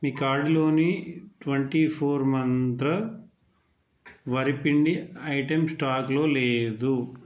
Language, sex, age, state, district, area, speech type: Telugu, male, 30-45, Telangana, Mancherial, rural, read